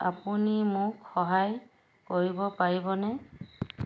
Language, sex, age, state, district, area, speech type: Assamese, female, 45-60, Assam, Dhemaji, urban, read